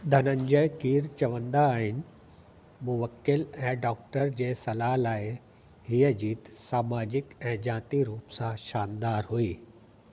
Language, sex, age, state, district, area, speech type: Sindhi, male, 45-60, Delhi, South Delhi, urban, read